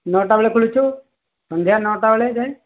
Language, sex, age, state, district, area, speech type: Odia, male, 45-60, Odisha, Sambalpur, rural, conversation